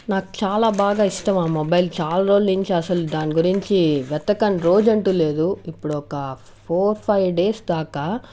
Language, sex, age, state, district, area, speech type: Telugu, female, 18-30, Andhra Pradesh, Annamaya, urban, spontaneous